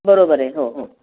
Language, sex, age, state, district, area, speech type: Marathi, female, 60+, Maharashtra, Nashik, urban, conversation